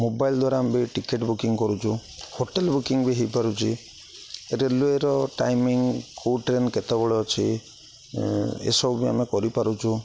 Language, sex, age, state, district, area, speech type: Odia, male, 30-45, Odisha, Jagatsinghpur, rural, spontaneous